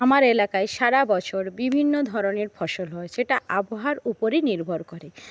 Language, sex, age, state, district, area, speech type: Bengali, female, 60+, West Bengal, Paschim Medinipur, rural, spontaneous